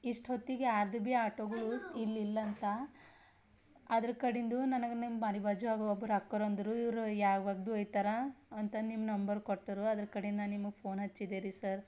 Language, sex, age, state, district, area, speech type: Kannada, female, 30-45, Karnataka, Bidar, rural, spontaneous